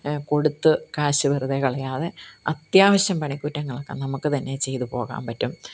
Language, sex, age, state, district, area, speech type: Malayalam, female, 45-60, Kerala, Kottayam, rural, spontaneous